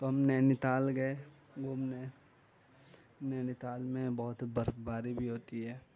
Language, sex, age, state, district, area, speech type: Urdu, male, 18-30, Uttar Pradesh, Gautam Buddha Nagar, urban, spontaneous